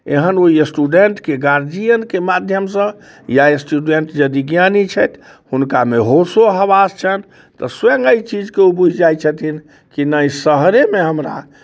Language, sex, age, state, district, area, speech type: Maithili, male, 45-60, Bihar, Muzaffarpur, rural, spontaneous